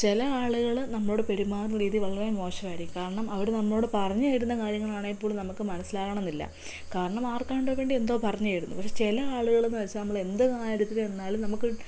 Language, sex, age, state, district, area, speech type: Malayalam, female, 18-30, Kerala, Kottayam, rural, spontaneous